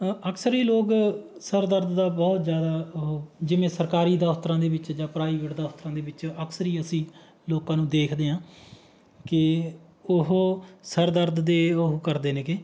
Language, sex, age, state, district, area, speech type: Punjabi, male, 30-45, Punjab, Barnala, rural, spontaneous